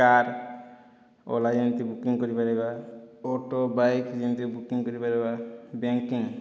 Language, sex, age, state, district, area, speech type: Odia, male, 30-45, Odisha, Boudh, rural, spontaneous